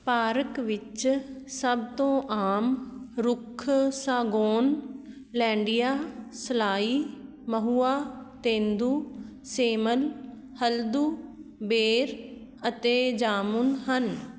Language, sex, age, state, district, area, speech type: Punjabi, female, 30-45, Punjab, Patiala, rural, read